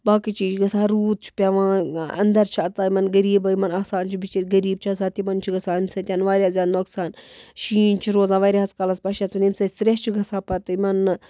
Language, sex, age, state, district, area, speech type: Kashmiri, female, 30-45, Jammu and Kashmir, Budgam, rural, spontaneous